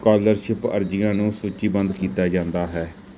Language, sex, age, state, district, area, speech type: Punjabi, male, 30-45, Punjab, Gurdaspur, rural, read